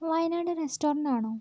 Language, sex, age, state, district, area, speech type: Malayalam, female, 30-45, Kerala, Wayanad, rural, spontaneous